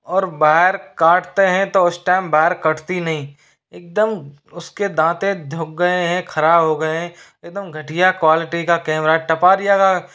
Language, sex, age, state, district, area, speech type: Hindi, male, 30-45, Rajasthan, Jaipur, urban, spontaneous